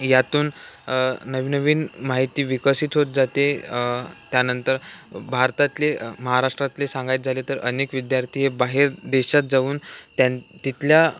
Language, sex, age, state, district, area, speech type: Marathi, male, 18-30, Maharashtra, Wardha, urban, spontaneous